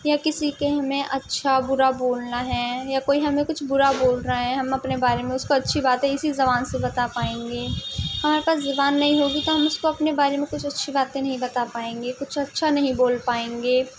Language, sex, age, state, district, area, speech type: Urdu, female, 18-30, Delhi, Central Delhi, urban, spontaneous